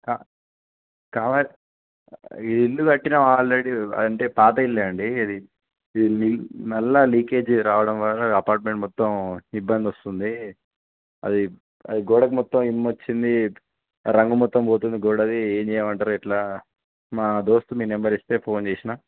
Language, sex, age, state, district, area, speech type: Telugu, male, 18-30, Telangana, Kamareddy, urban, conversation